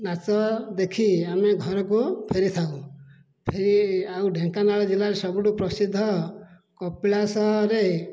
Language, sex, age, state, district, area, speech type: Odia, male, 60+, Odisha, Dhenkanal, rural, spontaneous